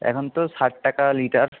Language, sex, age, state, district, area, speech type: Bengali, male, 30-45, West Bengal, Paschim Medinipur, rural, conversation